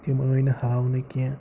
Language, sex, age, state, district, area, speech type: Kashmiri, male, 18-30, Jammu and Kashmir, Pulwama, rural, spontaneous